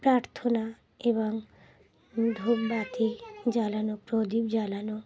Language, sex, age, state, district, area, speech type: Bengali, female, 30-45, West Bengal, Dakshin Dinajpur, urban, spontaneous